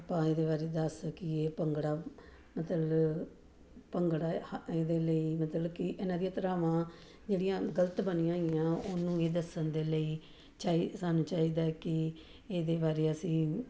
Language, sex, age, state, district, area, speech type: Punjabi, female, 45-60, Punjab, Jalandhar, urban, spontaneous